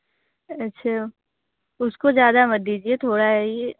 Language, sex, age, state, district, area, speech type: Hindi, female, 18-30, Uttar Pradesh, Varanasi, rural, conversation